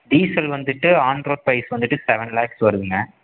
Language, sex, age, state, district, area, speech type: Tamil, male, 18-30, Tamil Nadu, Erode, urban, conversation